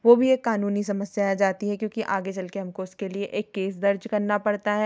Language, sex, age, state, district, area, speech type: Hindi, female, 30-45, Madhya Pradesh, Jabalpur, urban, spontaneous